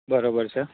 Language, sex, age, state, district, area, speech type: Gujarati, male, 18-30, Gujarat, Anand, urban, conversation